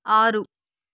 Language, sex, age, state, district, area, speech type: Telugu, female, 18-30, Andhra Pradesh, Sri Balaji, rural, read